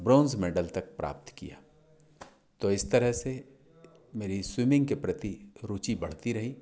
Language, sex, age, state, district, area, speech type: Hindi, male, 60+, Madhya Pradesh, Balaghat, rural, spontaneous